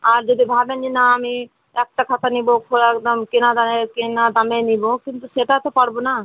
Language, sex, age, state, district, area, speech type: Bengali, female, 30-45, West Bengal, Murshidabad, rural, conversation